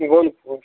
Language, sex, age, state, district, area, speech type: Kashmiri, male, 30-45, Jammu and Kashmir, Bandipora, rural, conversation